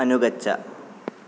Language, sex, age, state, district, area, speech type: Sanskrit, male, 18-30, Kerala, Kottayam, urban, read